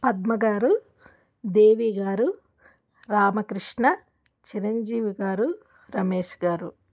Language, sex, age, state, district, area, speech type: Telugu, female, 45-60, Andhra Pradesh, Alluri Sitarama Raju, rural, spontaneous